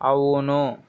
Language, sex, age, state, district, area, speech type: Telugu, male, 18-30, Andhra Pradesh, Srikakulam, urban, read